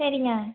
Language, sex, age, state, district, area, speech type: Tamil, female, 18-30, Tamil Nadu, Erode, urban, conversation